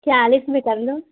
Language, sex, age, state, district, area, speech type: Hindi, female, 30-45, Uttar Pradesh, Hardoi, rural, conversation